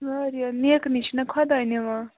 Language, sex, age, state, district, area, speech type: Kashmiri, female, 18-30, Jammu and Kashmir, Budgam, rural, conversation